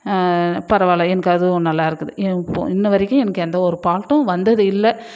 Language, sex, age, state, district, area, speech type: Tamil, female, 45-60, Tamil Nadu, Dharmapuri, rural, spontaneous